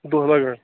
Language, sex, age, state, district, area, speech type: Kashmiri, male, 30-45, Jammu and Kashmir, Bandipora, rural, conversation